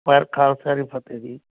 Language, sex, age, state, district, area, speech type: Punjabi, male, 45-60, Punjab, Moga, rural, conversation